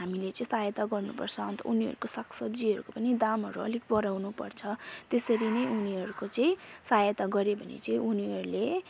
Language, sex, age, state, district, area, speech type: Nepali, female, 18-30, West Bengal, Alipurduar, rural, spontaneous